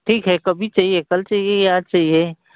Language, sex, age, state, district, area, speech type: Hindi, male, 45-60, Uttar Pradesh, Ghazipur, rural, conversation